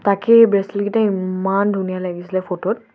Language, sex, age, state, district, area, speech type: Assamese, female, 18-30, Assam, Tinsukia, urban, spontaneous